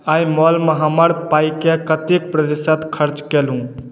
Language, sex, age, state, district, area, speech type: Maithili, male, 30-45, Bihar, Madhubani, urban, read